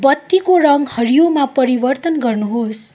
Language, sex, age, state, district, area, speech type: Nepali, female, 18-30, West Bengal, Darjeeling, rural, read